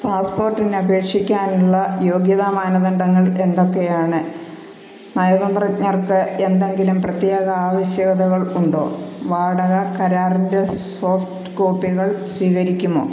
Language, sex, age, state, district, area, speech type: Malayalam, female, 60+, Kerala, Pathanamthitta, rural, read